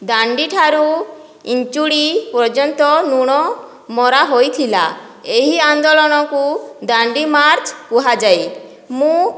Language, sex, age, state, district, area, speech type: Odia, female, 45-60, Odisha, Boudh, rural, spontaneous